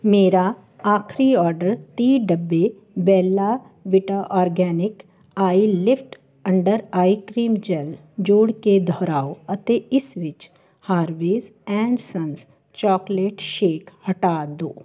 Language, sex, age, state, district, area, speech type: Punjabi, female, 45-60, Punjab, Jalandhar, urban, read